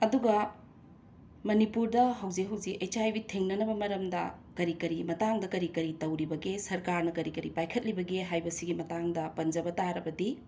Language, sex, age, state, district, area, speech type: Manipuri, female, 60+, Manipur, Imphal East, urban, spontaneous